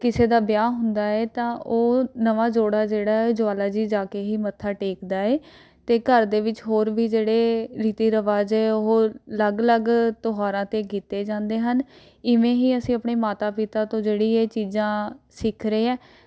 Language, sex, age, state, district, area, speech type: Punjabi, female, 18-30, Punjab, Rupnagar, urban, spontaneous